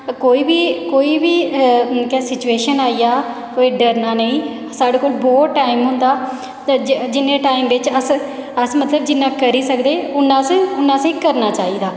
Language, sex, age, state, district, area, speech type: Dogri, female, 18-30, Jammu and Kashmir, Reasi, rural, spontaneous